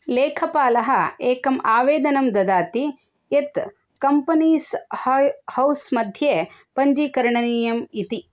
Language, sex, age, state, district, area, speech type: Sanskrit, female, 30-45, Karnataka, Shimoga, rural, read